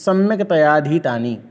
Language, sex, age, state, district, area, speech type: Sanskrit, male, 18-30, Uttar Pradesh, Lucknow, urban, spontaneous